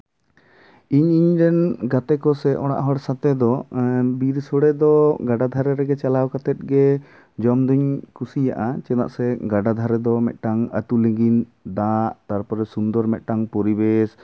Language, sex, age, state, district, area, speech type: Santali, male, 18-30, West Bengal, Bankura, rural, spontaneous